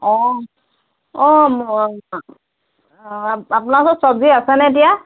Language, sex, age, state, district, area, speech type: Assamese, female, 30-45, Assam, Golaghat, urban, conversation